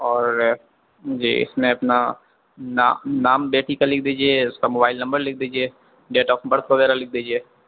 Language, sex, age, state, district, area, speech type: Urdu, male, 18-30, Bihar, Darbhanga, urban, conversation